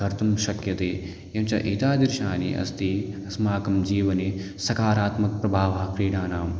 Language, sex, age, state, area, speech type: Sanskrit, male, 18-30, Uttarakhand, rural, spontaneous